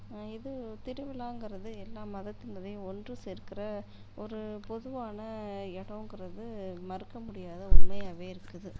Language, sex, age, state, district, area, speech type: Tamil, female, 30-45, Tamil Nadu, Tiruchirappalli, rural, spontaneous